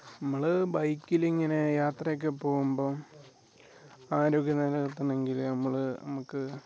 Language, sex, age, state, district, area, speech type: Malayalam, male, 18-30, Kerala, Wayanad, rural, spontaneous